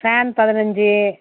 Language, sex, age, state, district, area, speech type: Tamil, female, 60+, Tamil Nadu, Viluppuram, rural, conversation